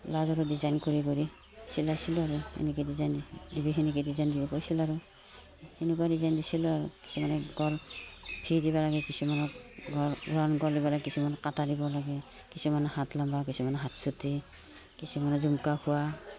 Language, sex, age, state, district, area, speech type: Assamese, female, 45-60, Assam, Udalguri, rural, spontaneous